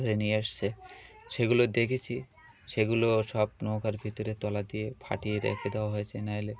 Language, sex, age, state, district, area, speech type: Bengali, male, 30-45, West Bengal, Birbhum, urban, spontaneous